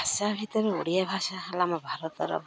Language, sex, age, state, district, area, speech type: Odia, female, 45-60, Odisha, Malkangiri, urban, spontaneous